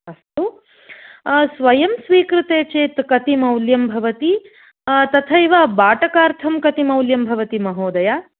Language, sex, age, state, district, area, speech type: Sanskrit, female, 30-45, Karnataka, Hassan, urban, conversation